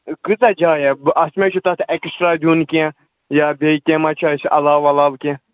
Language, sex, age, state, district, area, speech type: Kashmiri, male, 45-60, Jammu and Kashmir, Srinagar, urban, conversation